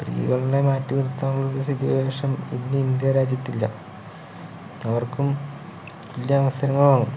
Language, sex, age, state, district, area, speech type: Malayalam, male, 45-60, Kerala, Palakkad, urban, spontaneous